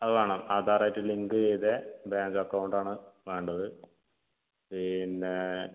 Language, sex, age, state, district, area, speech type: Malayalam, male, 30-45, Kerala, Malappuram, rural, conversation